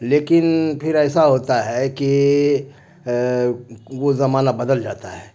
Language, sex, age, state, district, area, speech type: Urdu, male, 60+, Bihar, Khagaria, rural, spontaneous